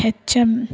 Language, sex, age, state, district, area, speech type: Tamil, female, 18-30, Tamil Nadu, Thanjavur, urban, spontaneous